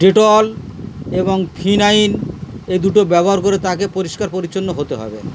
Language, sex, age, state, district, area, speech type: Bengali, male, 60+, West Bengal, Dakshin Dinajpur, urban, spontaneous